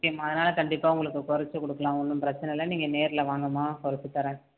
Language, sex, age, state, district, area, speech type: Tamil, female, 30-45, Tamil Nadu, Perambalur, rural, conversation